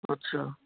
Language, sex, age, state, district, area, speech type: Hindi, male, 30-45, Bihar, Samastipur, urban, conversation